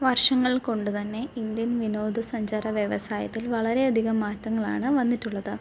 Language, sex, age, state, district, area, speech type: Malayalam, female, 18-30, Kerala, Pathanamthitta, urban, spontaneous